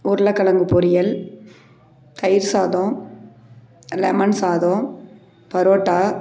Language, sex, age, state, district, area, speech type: Tamil, female, 60+, Tamil Nadu, Krishnagiri, rural, spontaneous